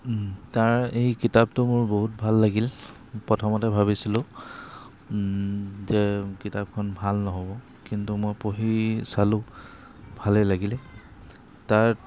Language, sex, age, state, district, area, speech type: Assamese, male, 30-45, Assam, Charaideo, urban, spontaneous